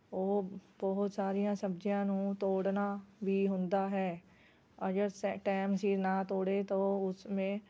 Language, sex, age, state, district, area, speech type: Punjabi, female, 30-45, Punjab, Rupnagar, rural, spontaneous